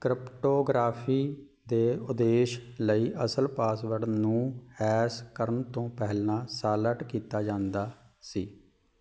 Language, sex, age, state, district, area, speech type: Punjabi, male, 30-45, Punjab, Fatehgarh Sahib, urban, read